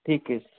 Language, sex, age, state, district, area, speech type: Marathi, male, 18-30, Maharashtra, Sangli, urban, conversation